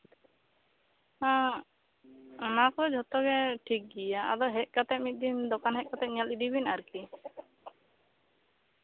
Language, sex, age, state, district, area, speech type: Santali, female, 18-30, West Bengal, Bankura, rural, conversation